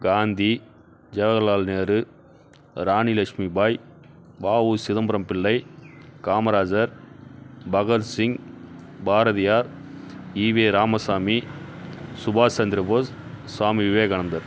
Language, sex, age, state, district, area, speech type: Tamil, male, 30-45, Tamil Nadu, Kallakurichi, rural, spontaneous